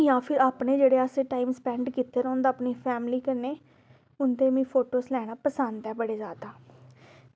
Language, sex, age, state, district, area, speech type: Dogri, female, 18-30, Jammu and Kashmir, Samba, urban, spontaneous